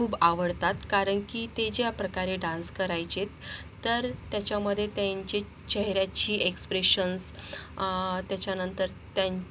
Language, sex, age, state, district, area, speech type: Marathi, female, 30-45, Maharashtra, Yavatmal, rural, spontaneous